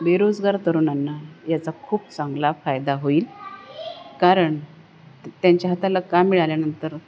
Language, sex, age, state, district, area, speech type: Marathi, female, 45-60, Maharashtra, Nanded, rural, spontaneous